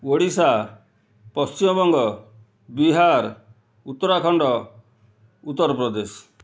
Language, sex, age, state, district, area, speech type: Odia, male, 45-60, Odisha, Kendrapara, urban, spontaneous